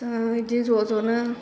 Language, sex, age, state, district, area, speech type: Bodo, female, 60+, Assam, Chirang, rural, spontaneous